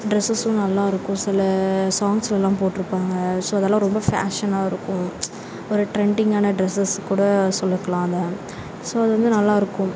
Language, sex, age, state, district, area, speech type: Tamil, female, 18-30, Tamil Nadu, Sivaganga, rural, spontaneous